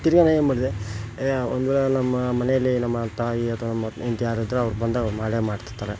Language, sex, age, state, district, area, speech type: Kannada, male, 30-45, Karnataka, Koppal, rural, spontaneous